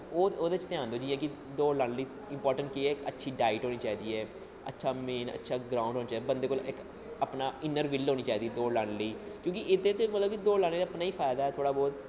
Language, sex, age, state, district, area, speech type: Dogri, male, 18-30, Jammu and Kashmir, Jammu, urban, spontaneous